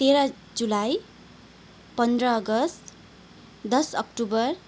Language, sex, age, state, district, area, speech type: Nepali, female, 30-45, West Bengal, Darjeeling, rural, spontaneous